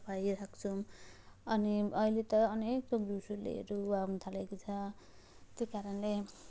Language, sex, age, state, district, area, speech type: Nepali, female, 30-45, West Bengal, Jalpaiguri, rural, spontaneous